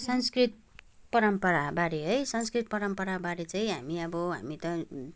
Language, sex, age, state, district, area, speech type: Nepali, female, 45-60, West Bengal, Kalimpong, rural, spontaneous